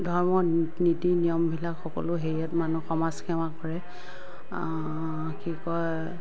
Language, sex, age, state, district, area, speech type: Assamese, female, 45-60, Assam, Morigaon, rural, spontaneous